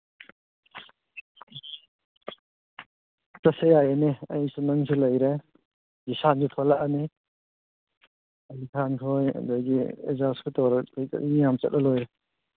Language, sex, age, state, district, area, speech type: Manipuri, male, 30-45, Manipur, Thoubal, rural, conversation